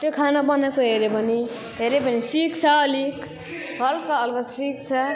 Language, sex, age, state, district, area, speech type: Nepali, male, 18-30, West Bengal, Alipurduar, urban, spontaneous